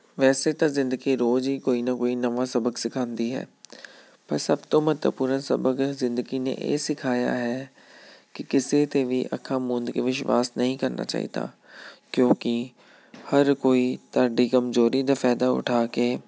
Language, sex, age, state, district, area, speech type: Punjabi, male, 30-45, Punjab, Tarn Taran, urban, spontaneous